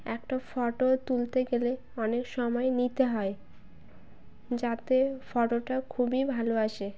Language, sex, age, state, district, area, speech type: Bengali, female, 18-30, West Bengal, Birbhum, urban, spontaneous